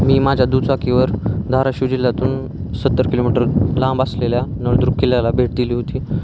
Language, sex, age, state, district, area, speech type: Marathi, male, 18-30, Maharashtra, Osmanabad, rural, spontaneous